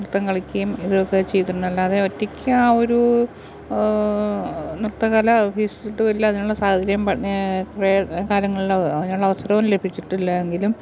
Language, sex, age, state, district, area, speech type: Malayalam, female, 45-60, Kerala, Pathanamthitta, rural, spontaneous